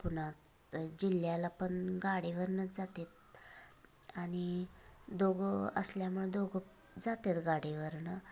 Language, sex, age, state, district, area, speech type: Marathi, female, 30-45, Maharashtra, Sangli, rural, spontaneous